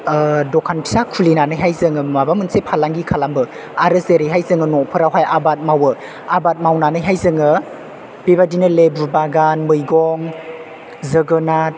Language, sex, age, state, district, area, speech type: Bodo, male, 18-30, Assam, Chirang, urban, spontaneous